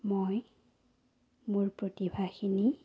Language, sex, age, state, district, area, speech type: Assamese, female, 30-45, Assam, Sonitpur, rural, spontaneous